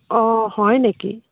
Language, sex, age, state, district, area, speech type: Assamese, female, 45-60, Assam, Jorhat, urban, conversation